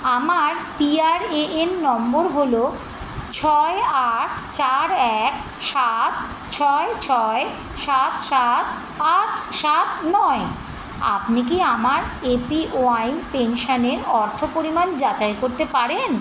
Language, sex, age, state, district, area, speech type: Bengali, female, 45-60, West Bengal, Birbhum, urban, read